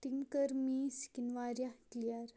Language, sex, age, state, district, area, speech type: Kashmiri, female, 18-30, Jammu and Kashmir, Kupwara, rural, spontaneous